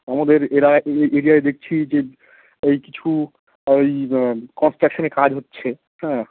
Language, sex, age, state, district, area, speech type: Bengali, male, 30-45, West Bengal, Hooghly, urban, conversation